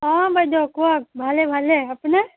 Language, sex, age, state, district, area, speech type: Assamese, female, 30-45, Assam, Charaideo, urban, conversation